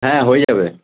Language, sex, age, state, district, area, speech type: Bengali, male, 18-30, West Bengal, Malda, rural, conversation